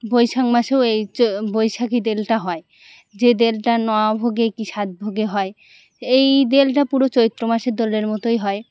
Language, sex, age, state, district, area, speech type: Bengali, female, 18-30, West Bengal, Birbhum, urban, spontaneous